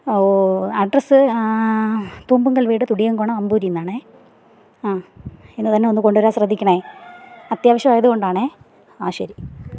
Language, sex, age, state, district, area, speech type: Malayalam, female, 30-45, Kerala, Thiruvananthapuram, rural, spontaneous